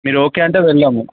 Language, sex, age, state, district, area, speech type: Telugu, male, 18-30, Telangana, Mancherial, rural, conversation